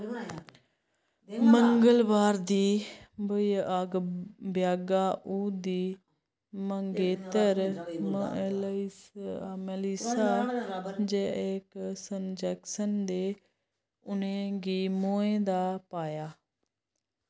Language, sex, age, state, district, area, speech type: Dogri, female, 30-45, Jammu and Kashmir, Udhampur, rural, read